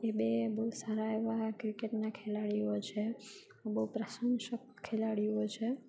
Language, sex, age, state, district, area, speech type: Gujarati, female, 18-30, Gujarat, Junagadh, urban, spontaneous